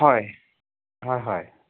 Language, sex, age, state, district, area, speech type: Assamese, male, 30-45, Assam, Charaideo, urban, conversation